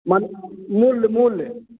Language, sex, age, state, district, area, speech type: Hindi, male, 45-60, Uttar Pradesh, Ayodhya, rural, conversation